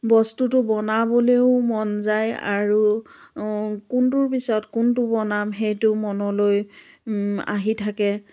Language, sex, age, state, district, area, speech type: Assamese, female, 60+, Assam, Biswanath, rural, spontaneous